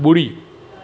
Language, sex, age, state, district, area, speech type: Sindhi, male, 60+, Gujarat, Junagadh, rural, read